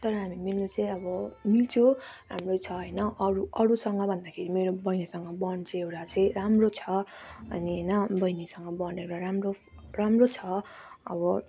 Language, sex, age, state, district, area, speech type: Nepali, female, 30-45, West Bengal, Darjeeling, rural, spontaneous